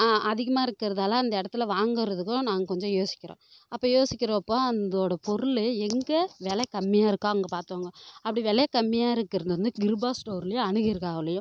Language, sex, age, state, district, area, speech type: Tamil, female, 18-30, Tamil Nadu, Kallakurichi, rural, spontaneous